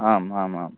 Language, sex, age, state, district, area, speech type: Sanskrit, male, 18-30, Karnataka, Bagalkot, rural, conversation